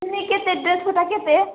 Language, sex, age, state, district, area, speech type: Odia, female, 18-30, Odisha, Nabarangpur, urban, conversation